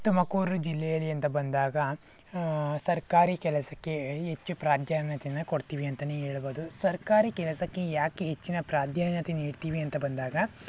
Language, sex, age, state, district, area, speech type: Kannada, male, 45-60, Karnataka, Tumkur, urban, spontaneous